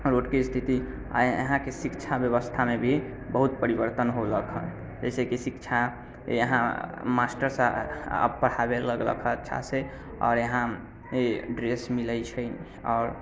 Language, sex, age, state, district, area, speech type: Maithili, male, 18-30, Bihar, Muzaffarpur, rural, spontaneous